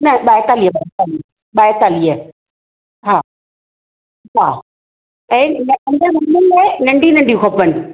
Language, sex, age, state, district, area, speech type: Sindhi, female, 45-60, Maharashtra, Thane, urban, conversation